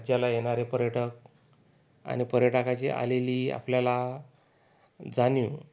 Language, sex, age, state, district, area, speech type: Marathi, male, 30-45, Maharashtra, Akola, urban, spontaneous